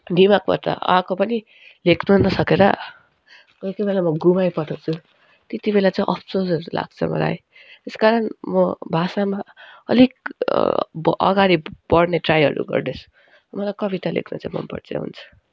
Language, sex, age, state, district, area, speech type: Nepali, male, 18-30, West Bengal, Darjeeling, rural, spontaneous